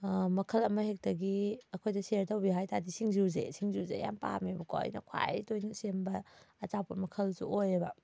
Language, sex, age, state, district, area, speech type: Manipuri, female, 30-45, Manipur, Thoubal, rural, spontaneous